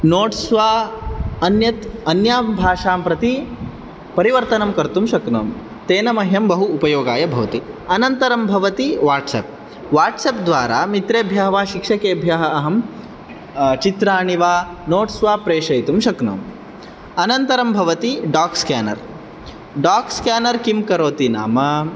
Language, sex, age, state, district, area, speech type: Sanskrit, male, 18-30, Karnataka, Uttara Kannada, rural, spontaneous